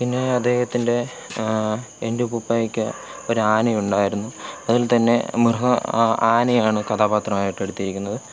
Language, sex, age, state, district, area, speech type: Malayalam, male, 18-30, Kerala, Thiruvananthapuram, rural, spontaneous